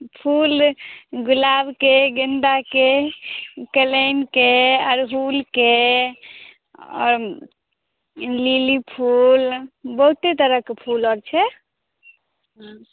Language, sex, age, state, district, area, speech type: Maithili, female, 18-30, Bihar, Madhubani, rural, conversation